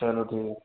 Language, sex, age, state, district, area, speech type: Urdu, male, 18-30, Uttar Pradesh, Saharanpur, urban, conversation